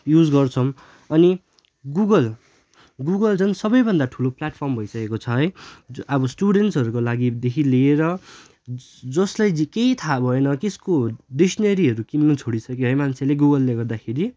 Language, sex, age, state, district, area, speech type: Nepali, male, 18-30, West Bengal, Darjeeling, rural, spontaneous